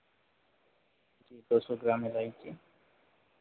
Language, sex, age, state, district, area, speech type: Hindi, male, 30-45, Madhya Pradesh, Harda, urban, conversation